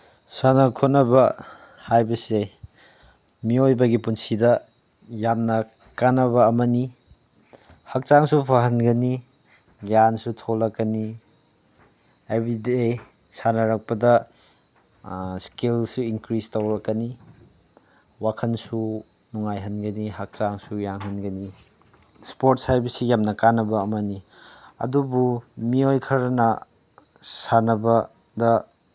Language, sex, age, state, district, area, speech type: Manipuri, male, 30-45, Manipur, Chandel, rural, spontaneous